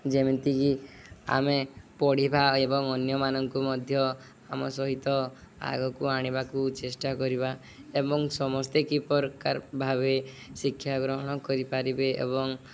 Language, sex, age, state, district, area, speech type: Odia, male, 18-30, Odisha, Subarnapur, urban, spontaneous